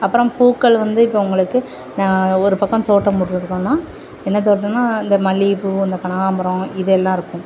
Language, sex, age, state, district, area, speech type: Tamil, female, 30-45, Tamil Nadu, Thoothukudi, urban, spontaneous